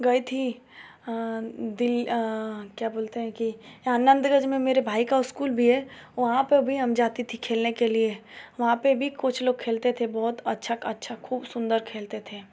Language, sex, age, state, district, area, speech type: Hindi, female, 18-30, Uttar Pradesh, Ghazipur, urban, spontaneous